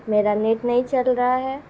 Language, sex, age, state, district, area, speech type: Urdu, female, 18-30, Bihar, Gaya, urban, spontaneous